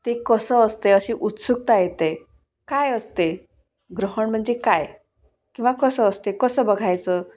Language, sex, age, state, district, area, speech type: Marathi, female, 30-45, Maharashtra, Wardha, urban, spontaneous